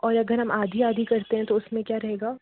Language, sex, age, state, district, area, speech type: Hindi, female, 30-45, Madhya Pradesh, Jabalpur, urban, conversation